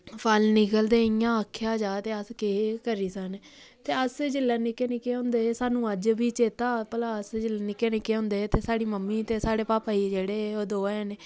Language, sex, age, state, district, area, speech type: Dogri, female, 30-45, Jammu and Kashmir, Samba, rural, spontaneous